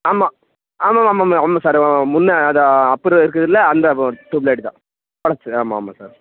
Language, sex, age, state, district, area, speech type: Tamil, male, 18-30, Tamil Nadu, Krishnagiri, rural, conversation